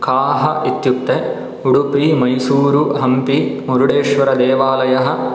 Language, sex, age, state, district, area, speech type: Sanskrit, male, 18-30, Karnataka, Shimoga, rural, spontaneous